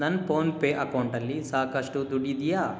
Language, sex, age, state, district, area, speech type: Kannada, male, 18-30, Karnataka, Kolar, rural, read